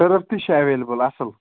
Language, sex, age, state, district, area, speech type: Kashmiri, male, 18-30, Jammu and Kashmir, Ganderbal, rural, conversation